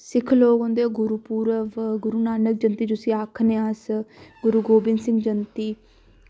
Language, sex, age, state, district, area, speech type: Dogri, female, 18-30, Jammu and Kashmir, Samba, urban, spontaneous